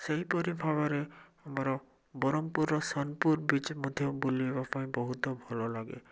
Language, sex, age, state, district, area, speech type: Odia, male, 18-30, Odisha, Bhadrak, rural, spontaneous